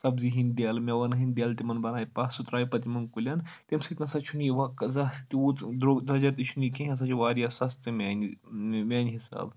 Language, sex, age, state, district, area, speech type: Kashmiri, male, 18-30, Jammu and Kashmir, Kulgam, urban, spontaneous